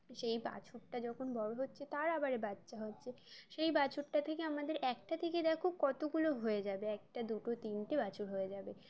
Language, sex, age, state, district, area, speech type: Bengali, female, 18-30, West Bengal, Uttar Dinajpur, urban, spontaneous